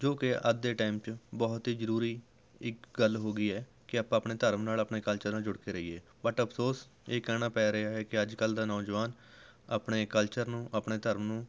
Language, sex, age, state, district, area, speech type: Punjabi, male, 18-30, Punjab, Rupnagar, rural, spontaneous